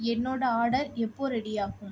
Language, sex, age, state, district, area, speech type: Tamil, female, 18-30, Tamil Nadu, Tiruchirappalli, rural, read